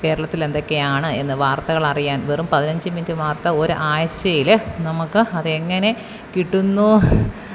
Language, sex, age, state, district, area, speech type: Malayalam, female, 30-45, Kerala, Kollam, rural, spontaneous